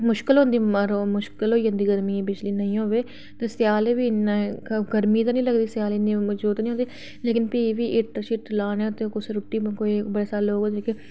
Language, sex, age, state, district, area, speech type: Dogri, female, 30-45, Jammu and Kashmir, Reasi, urban, spontaneous